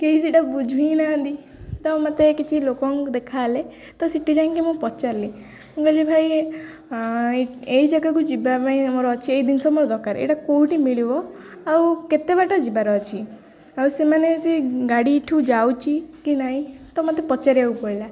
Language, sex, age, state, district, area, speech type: Odia, female, 18-30, Odisha, Jagatsinghpur, rural, spontaneous